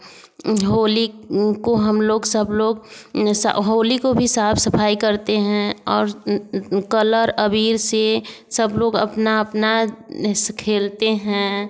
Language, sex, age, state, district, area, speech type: Hindi, female, 30-45, Uttar Pradesh, Varanasi, rural, spontaneous